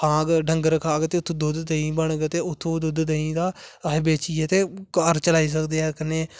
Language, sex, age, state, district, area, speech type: Dogri, male, 18-30, Jammu and Kashmir, Samba, rural, spontaneous